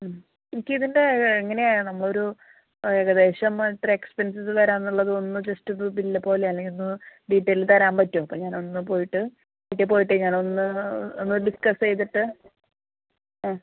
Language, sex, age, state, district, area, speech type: Malayalam, female, 30-45, Kerala, Palakkad, rural, conversation